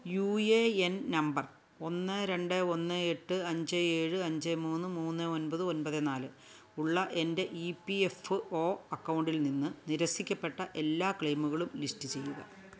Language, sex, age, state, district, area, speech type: Malayalam, female, 60+, Kerala, Kasaragod, rural, read